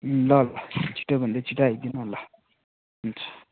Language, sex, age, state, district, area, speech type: Nepali, male, 18-30, West Bengal, Darjeeling, rural, conversation